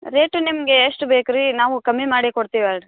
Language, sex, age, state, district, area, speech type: Kannada, female, 18-30, Karnataka, Bagalkot, rural, conversation